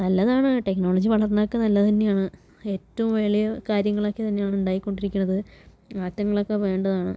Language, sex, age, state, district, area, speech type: Malayalam, female, 60+, Kerala, Palakkad, rural, spontaneous